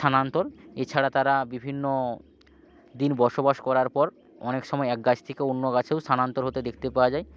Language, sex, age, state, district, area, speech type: Bengali, male, 45-60, West Bengal, Hooghly, urban, spontaneous